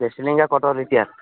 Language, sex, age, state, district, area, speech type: Bengali, male, 18-30, West Bengal, Uttar Dinajpur, urban, conversation